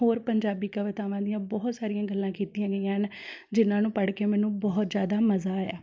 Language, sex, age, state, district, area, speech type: Punjabi, female, 18-30, Punjab, Shaheed Bhagat Singh Nagar, rural, spontaneous